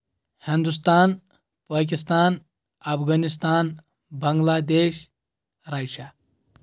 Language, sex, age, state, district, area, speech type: Kashmiri, male, 18-30, Jammu and Kashmir, Anantnag, rural, spontaneous